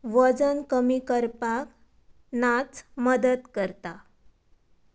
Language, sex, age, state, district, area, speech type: Goan Konkani, female, 18-30, Goa, Tiswadi, rural, spontaneous